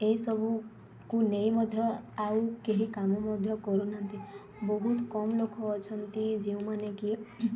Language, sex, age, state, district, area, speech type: Odia, female, 18-30, Odisha, Balangir, urban, spontaneous